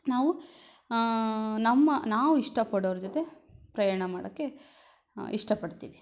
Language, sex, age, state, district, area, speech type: Kannada, female, 18-30, Karnataka, Shimoga, rural, spontaneous